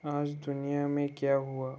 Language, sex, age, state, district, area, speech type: Hindi, male, 18-30, Madhya Pradesh, Betul, rural, read